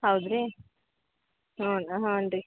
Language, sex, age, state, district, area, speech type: Kannada, female, 18-30, Karnataka, Gadag, urban, conversation